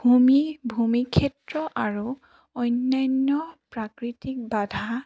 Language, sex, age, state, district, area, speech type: Assamese, female, 18-30, Assam, Charaideo, urban, spontaneous